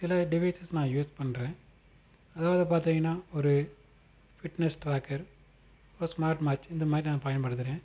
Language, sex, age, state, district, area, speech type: Tamil, male, 30-45, Tamil Nadu, Madurai, urban, spontaneous